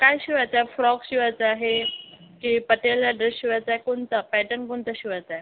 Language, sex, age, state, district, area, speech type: Marathi, female, 18-30, Maharashtra, Yavatmal, rural, conversation